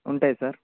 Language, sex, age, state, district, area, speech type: Telugu, male, 18-30, Telangana, Vikarabad, urban, conversation